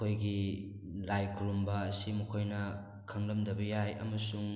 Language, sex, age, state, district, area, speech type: Manipuri, male, 18-30, Manipur, Thoubal, rural, spontaneous